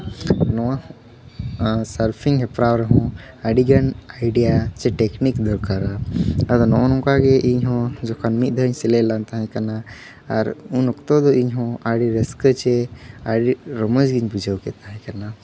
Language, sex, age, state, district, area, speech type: Santali, male, 18-30, Jharkhand, Seraikela Kharsawan, rural, spontaneous